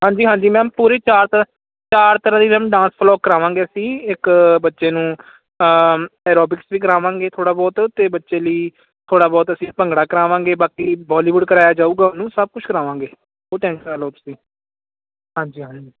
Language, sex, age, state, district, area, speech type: Punjabi, male, 18-30, Punjab, Ludhiana, urban, conversation